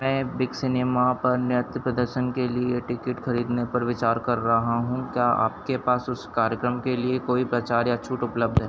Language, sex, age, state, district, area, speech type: Hindi, male, 30-45, Madhya Pradesh, Harda, urban, read